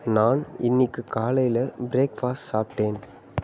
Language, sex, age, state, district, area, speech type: Tamil, male, 18-30, Tamil Nadu, Ariyalur, rural, read